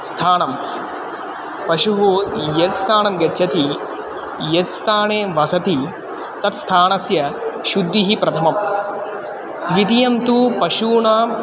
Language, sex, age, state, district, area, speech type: Sanskrit, male, 18-30, Tamil Nadu, Kanyakumari, urban, spontaneous